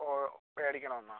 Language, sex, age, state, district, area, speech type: Malayalam, male, 18-30, Kerala, Kollam, rural, conversation